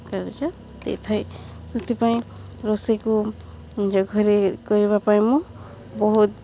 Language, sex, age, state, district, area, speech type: Odia, female, 45-60, Odisha, Balangir, urban, spontaneous